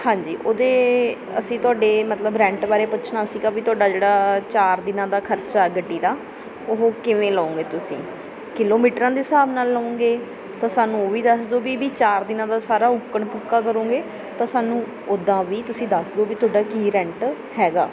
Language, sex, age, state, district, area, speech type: Punjabi, female, 18-30, Punjab, Bathinda, rural, spontaneous